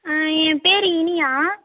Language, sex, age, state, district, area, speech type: Tamil, female, 45-60, Tamil Nadu, Sivaganga, rural, conversation